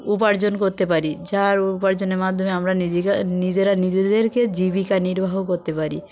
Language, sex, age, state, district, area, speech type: Bengali, female, 45-60, West Bengal, Dakshin Dinajpur, urban, spontaneous